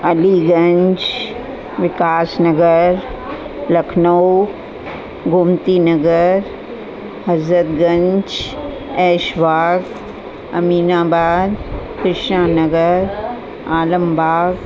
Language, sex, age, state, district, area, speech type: Sindhi, female, 60+, Uttar Pradesh, Lucknow, rural, spontaneous